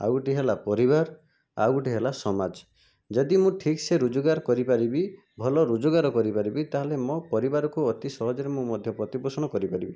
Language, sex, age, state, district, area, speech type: Odia, male, 18-30, Odisha, Jajpur, rural, spontaneous